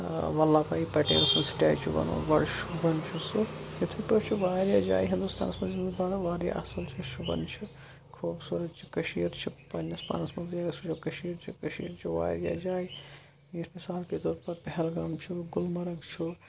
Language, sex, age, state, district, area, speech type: Kashmiri, male, 18-30, Jammu and Kashmir, Shopian, rural, spontaneous